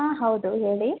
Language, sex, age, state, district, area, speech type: Kannada, female, 18-30, Karnataka, Hassan, rural, conversation